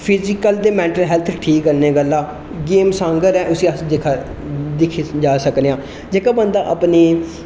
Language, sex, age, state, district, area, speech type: Dogri, male, 18-30, Jammu and Kashmir, Reasi, rural, spontaneous